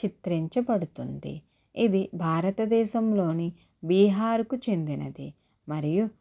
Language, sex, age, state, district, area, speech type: Telugu, female, 18-30, Andhra Pradesh, Konaseema, rural, spontaneous